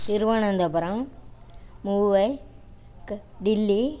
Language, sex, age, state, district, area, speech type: Tamil, female, 60+, Tamil Nadu, Namakkal, rural, spontaneous